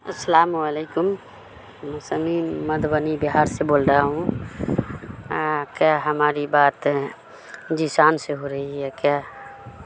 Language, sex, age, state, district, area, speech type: Urdu, female, 30-45, Bihar, Madhubani, rural, spontaneous